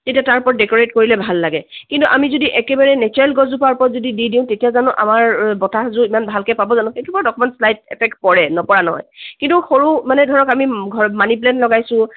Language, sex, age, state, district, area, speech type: Assamese, female, 45-60, Assam, Tinsukia, rural, conversation